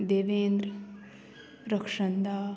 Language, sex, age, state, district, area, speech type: Goan Konkani, female, 18-30, Goa, Murmgao, rural, spontaneous